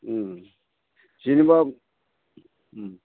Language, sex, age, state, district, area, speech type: Bodo, male, 45-60, Assam, Chirang, rural, conversation